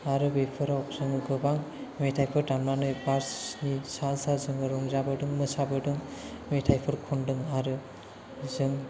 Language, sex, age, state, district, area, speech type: Bodo, male, 18-30, Assam, Chirang, urban, spontaneous